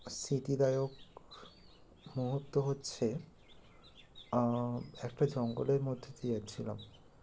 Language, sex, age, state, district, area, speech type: Bengali, male, 18-30, West Bengal, Bankura, urban, spontaneous